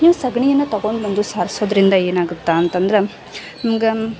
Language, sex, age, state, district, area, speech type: Kannada, female, 18-30, Karnataka, Gadag, rural, spontaneous